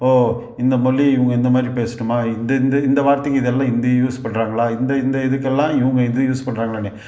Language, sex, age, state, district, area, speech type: Tamil, male, 45-60, Tamil Nadu, Salem, urban, spontaneous